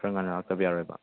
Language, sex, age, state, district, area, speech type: Manipuri, male, 30-45, Manipur, Chandel, rural, conversation